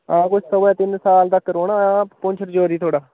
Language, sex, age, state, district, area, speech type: Dogri, male, 18-30, Jammu and Kashmir, Udhampur, rural, conversation